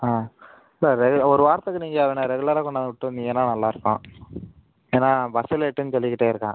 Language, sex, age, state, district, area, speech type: Tamil, male, 18-30, Tamil Nadu, Pudukkottai, rural, conversation